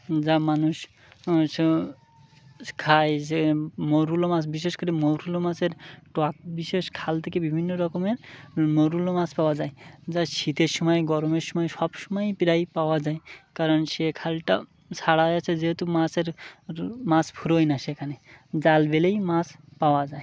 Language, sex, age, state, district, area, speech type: Bengali, male, 30-45, West Bengal, Birbhum, urban, spontaneous